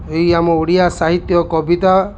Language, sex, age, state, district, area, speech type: Odia, male, 45-60, Odisha, Kendujhar, urban, spontaneous